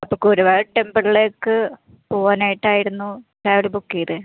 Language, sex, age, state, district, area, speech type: Malayalam, female, 18-30, Kerala, Ernakulam, urban, conversation